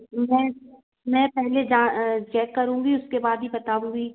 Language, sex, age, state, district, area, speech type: Hindi, female, 45-60, Madhya Pradesh, Gwalior, rural, conversation